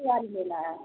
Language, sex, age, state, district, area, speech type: Hindi, female, 30-45, Bihar, Samastipur, rural, conversation